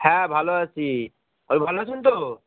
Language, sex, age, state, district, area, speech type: Bengali, male, 45-60, West Bengal, Hooghly, rural, conversation